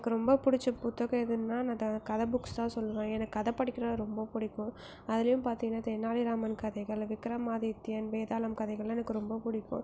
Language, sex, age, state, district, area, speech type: Tamil, female, 30-45, Tamil Nadu, Mayiladuthurai, rural, spontaneous